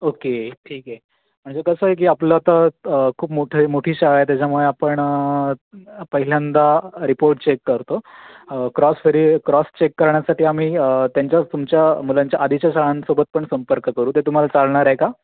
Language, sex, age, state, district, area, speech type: Marathi, male, 18-30, Maharashtra, Raigad, rural, conversation